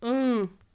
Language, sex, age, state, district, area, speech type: Kashmiri, female, 30-45, Jammu and Kashmir, Anantnag, rural, read